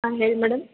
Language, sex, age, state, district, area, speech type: Kannada, female, 30-45, Karnataka, Gadag, rural, conversation